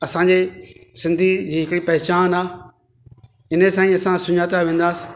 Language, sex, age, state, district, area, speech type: Sindhi, male, 45-60, Delhi, South Delhi, urban, spontaneous